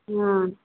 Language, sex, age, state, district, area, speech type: Maithili, female, 30-45, Bihar, Begusarai, rural, conversation